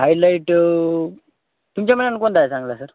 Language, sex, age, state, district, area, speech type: Marathi, male, 18-30, Maharashtra, Nanded, rural, conversation